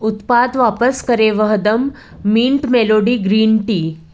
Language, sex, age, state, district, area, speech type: Hindi, female, 45-60, Madhya Pradesh, Betul, urban, read